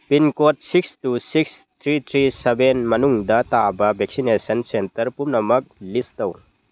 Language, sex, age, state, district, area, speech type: Manipuri, male, 18-30, Manipur, Churachandpur, rural, read